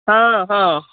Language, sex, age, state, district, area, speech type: Odia, female, 45-60, Odisha, Ganjam, urban, conversation